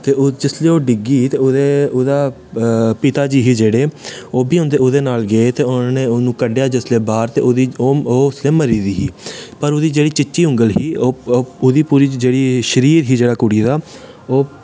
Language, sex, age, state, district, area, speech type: Dogri, male, 18-30, Jammu and Kashmir, Samba, rural, spontaneous